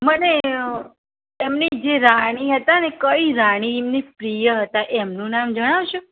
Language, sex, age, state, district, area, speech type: Gujarati, female, 45-60, Gujarat, Mehsana, rural, conversation